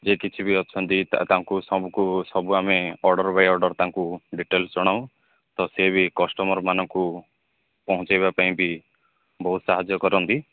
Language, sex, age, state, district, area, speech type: Odia, male, 18-30, Odisha, Sundergarh, urban, conversation